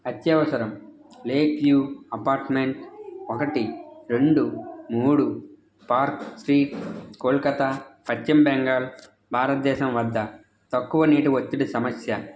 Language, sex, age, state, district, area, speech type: Telugu, male, 18-30, Andhra Pradesh, N T Rama Rao, rural, read